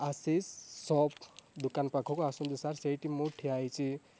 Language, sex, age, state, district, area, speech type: Odia, male, 18-30, Odisha, Rayagada, rural, spontaneous